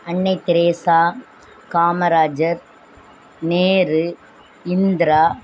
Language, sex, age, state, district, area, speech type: Tamil, female, 60+, Tamil Nadu, Thoothukudi, rural, spontaneous